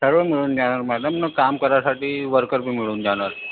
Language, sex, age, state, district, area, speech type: Marathi, male, 45-60, Maharashtra, Nagpur, urban, conversation